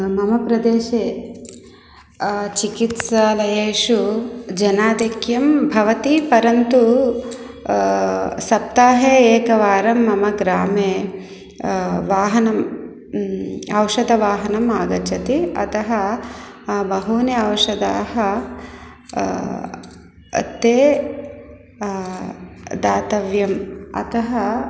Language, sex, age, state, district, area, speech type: Sanskrit, female, 30-45, Andhra Pradesh, East Godavari, urban, spontaneous